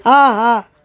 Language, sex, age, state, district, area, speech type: Tamil, female, 60+, Tamil Nadu, Tiruvannamalai, rural, read